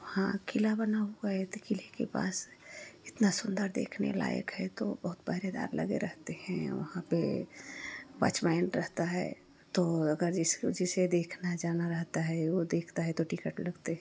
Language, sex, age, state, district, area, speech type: Hindi, female, 30-45, Uttar Pradesh, Prayagraj, rural, spontaneous